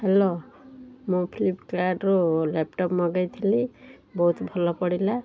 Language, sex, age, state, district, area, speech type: Odia, female, 45-60, Odisha, Sundergarh, rural, spontaneous